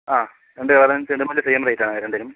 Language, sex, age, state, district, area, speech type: Malayalam, male, 30-45, Kerala, Palakkad, rural, conversation